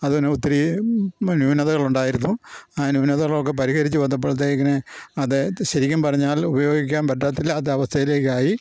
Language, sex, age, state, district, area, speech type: Malayalam, male, 60+, Kerala, Pathanamthitta, rural, spontaneous